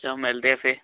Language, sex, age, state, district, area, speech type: Punjabi, male, 18-30, Punjab, Hoshiarpur, urban, conversation